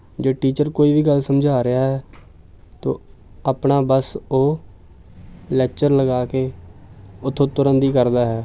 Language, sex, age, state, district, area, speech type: Punjabi, male, 18-30, Punjab, Amritsar, urban, spontaneous